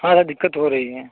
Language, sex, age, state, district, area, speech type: Hindi, male, 30-45, Uttar Pradesh, Mirzapur, rural, conversation